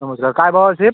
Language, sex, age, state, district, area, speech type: Marathi, male, 30-45, Maharashtra, Amravati, rural, conversation